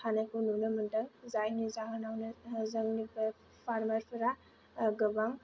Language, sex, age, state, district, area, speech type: Bodo, female, 18-30, Assam, Kokrajhar, rural, spontaneous